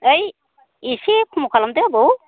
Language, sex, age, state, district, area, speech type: Bodo, female, 45-60, Assam, Baksa, rural, conversation